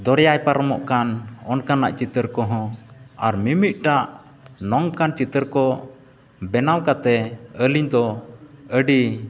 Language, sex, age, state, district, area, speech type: Santali, male, 45-60, Odisha, Mayurbhanj, rural, spontaneous